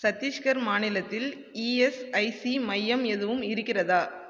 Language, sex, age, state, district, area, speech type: Tamil, female, 18-30, Tamil Nadu, Viluppuram, rural, read